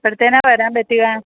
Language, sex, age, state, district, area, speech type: Malayalam, female, 45-60, Kerala, Idukki, rural, conversation